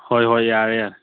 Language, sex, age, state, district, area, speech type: Manipuri, male, 30-45, Manipur, Churachandpur, rural, conversation